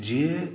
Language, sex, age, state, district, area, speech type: Maithili, male, 60+, Bihar, Saharsa, urban, spontaneous